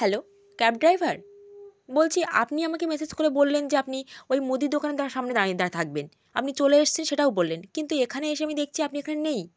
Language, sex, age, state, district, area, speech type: Bengali, female, 18-30, West Bengal, Jalpaiguri, rural, spontaneous